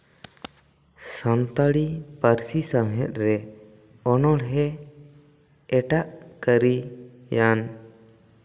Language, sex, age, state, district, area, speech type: Santali, male, 18-30, West Bengal, Bankura, rural, spontaneous